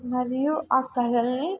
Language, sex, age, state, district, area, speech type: Telugu, female, 18-30, Telangana, Mulugu, urban, spontaneous